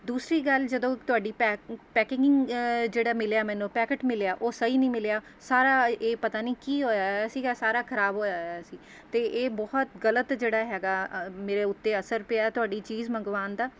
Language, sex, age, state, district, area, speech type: Punjabi, female, 30-45, Punjab, Mohali, urban, spontaneous